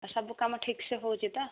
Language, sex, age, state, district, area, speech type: Odia, female, 45-60, Odisha, Gajapati, rural, conversation